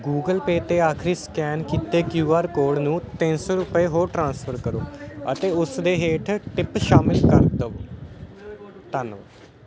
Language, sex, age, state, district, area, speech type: Punjabi, male, 18-30, Punjab, Ludhiana, urban, read